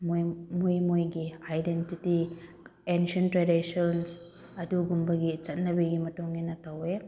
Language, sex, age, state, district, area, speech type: Manipuri, female, 18-30, Manipur, Chandel, rural, spontaneous